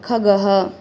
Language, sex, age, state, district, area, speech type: Sanskrit, female, 18-30, Manipur, Kangpokpi, rural, read